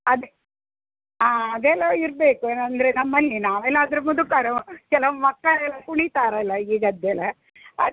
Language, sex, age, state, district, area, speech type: Kannada, female, 60+, Karnataka, Udupi, rural, conversation